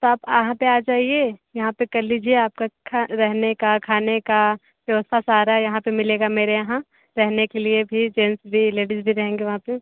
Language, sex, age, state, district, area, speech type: Hindi, female, 45-60, Uttar Pradesh, Sonbhadra, rural, conversation